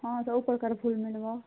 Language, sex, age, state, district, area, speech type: Odia, female, 30-45, Odisha, Kalahandi, rural, conversation